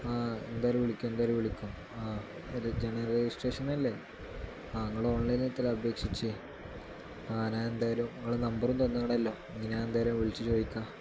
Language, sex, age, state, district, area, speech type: Malayalam, male, 18-30, Kerala, Malappuram, rural, spontaneous